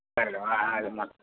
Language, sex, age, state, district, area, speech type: Telugu, male, 60+, Andhra Pradesh, Sri Satya Sai, urban, conversation